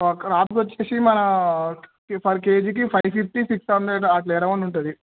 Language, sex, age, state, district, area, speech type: Telugu, male, 18-30, Telangana, Nizamabad, urban, conversation